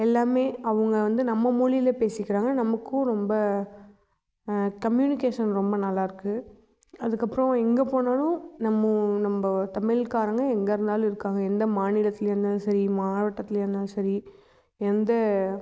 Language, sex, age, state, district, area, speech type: Tamil, female, 18-30, Tamil Nadu, Namakkal, rural, spontaneous